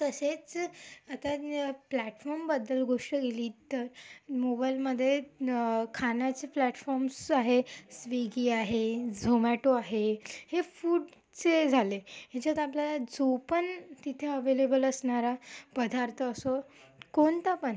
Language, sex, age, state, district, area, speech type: Marathi, female, 18-30, Maharashtra, Amravati, urban, spontaneous